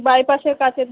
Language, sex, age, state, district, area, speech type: Bengali, female, 45-60, West Bengal, Kolkata, urban, conversation